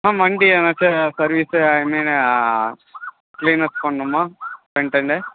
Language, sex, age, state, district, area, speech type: Tamil, male, 30-45, Tamil Nadu, Chennai, urban, conversation